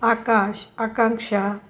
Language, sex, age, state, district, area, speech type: Marathi, female, 45-60, Maharashtra, Osmanabad, rural, spontaneous